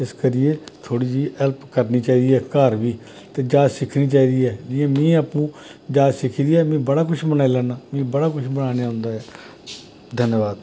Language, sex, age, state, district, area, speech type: Dogri, male, 45-60, Jammu and Kashmir, Samba, rural, spontaneous